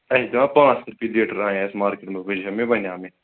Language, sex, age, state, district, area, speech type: Kashmiri, male, 18-30, Jammu and Kashmir, Kupwara, rural, conversation